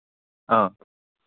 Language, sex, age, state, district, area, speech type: Assamese, male, 45-60, Assam, Golaghat, urban, conversation